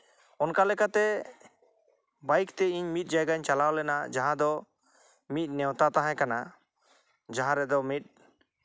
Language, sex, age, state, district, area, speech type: Santali, male, 30-45, West Bengal, Jhargram, rural, spontaneous